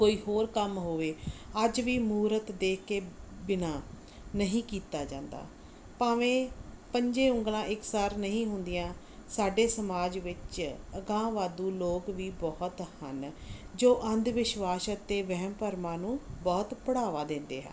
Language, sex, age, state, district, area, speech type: Punjabi, female, 30-45, Punjab, Barnala, rural, spontaneous